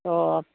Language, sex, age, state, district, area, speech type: Assamese, female, 45-60, Assam, Barpeta, rural, conversation